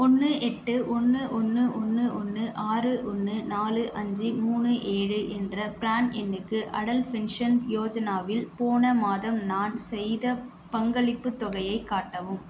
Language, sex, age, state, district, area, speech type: Tamil, female, 18-30, Tamil Nadu, Tiruvannamalai, urban, read